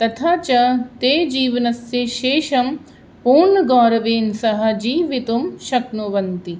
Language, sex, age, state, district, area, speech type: Sanskrit, other, 30-45, Rajasthan, Jaipur, urban, spontaneous